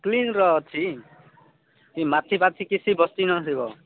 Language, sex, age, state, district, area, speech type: Odia, male, 30-45, Odisha, Nabarangpur, urban, conversation